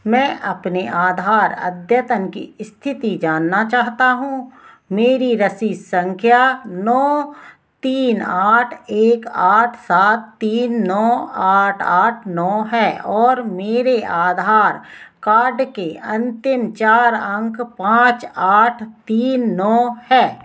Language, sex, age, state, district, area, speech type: Hindi, female, 45-60, Madhya Pradesh, Narsinghpur, rural, read